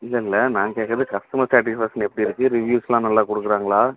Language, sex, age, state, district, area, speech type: Tamil, male, 18-30, Tamil Nadu, Namakkal, rural, conversation